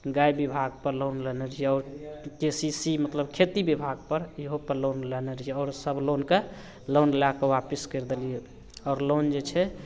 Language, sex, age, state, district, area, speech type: Maithili, male, 30-45, Bihar, Madhepura, rural, spontaneous